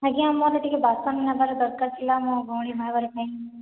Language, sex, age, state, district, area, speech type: Odia, female, 45-60, Odisha, Boudh, rural, conversation